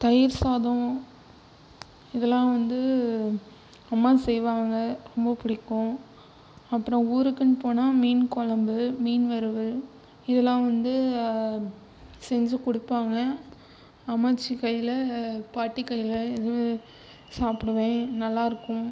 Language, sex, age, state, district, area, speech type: Tamil, female, 18-30, Tamil Nadu, Tiruchirappalli, rural, spontaneous